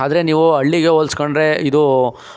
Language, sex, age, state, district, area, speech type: Kannada, male, 18-30, Karnataka, Chikkaballapur, urban, spontaneous